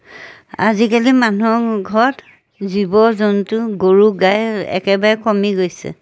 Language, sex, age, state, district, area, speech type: Assamese, female, 60+, Assam, Majuli, urban, spontaneous